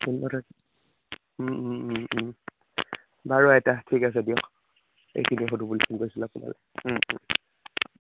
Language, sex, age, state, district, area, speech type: Assamese, male, 18-30, Assam, Dhemaji, rural, conversation